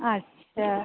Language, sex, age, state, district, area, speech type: Hindi, female, 30-45, Madhya Pradesh, Seoni, urban, conversation